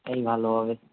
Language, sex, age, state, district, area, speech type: Bengali, male, 18-30, West Bengal, Kolkata, urban, conversation